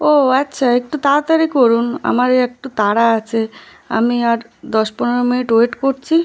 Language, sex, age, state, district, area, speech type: Bengali, female, 18-30, West Bengal, South 24 Parganas, urban, spontaneous